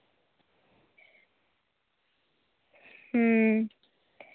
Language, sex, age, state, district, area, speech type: Santali, female, 18-30, West Bengal, Jhargram, rural, conversation